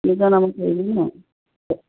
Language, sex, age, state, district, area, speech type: Assamese, female, 30-45, Assam, Charaideo, rural, conversation